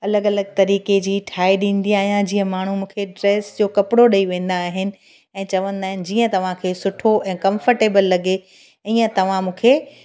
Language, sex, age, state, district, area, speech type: Sindhi, female, 45-60, Gujarat, Kutch, rural, spontaneous